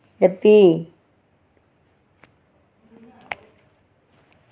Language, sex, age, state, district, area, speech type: Dogri, female, 60+, Jammu and Kashmir, Reasi, rural, spontaneous